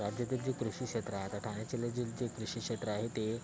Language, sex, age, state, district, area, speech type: Marathi, male, 30-45, Maharashtra, Thane, urban, spontaneous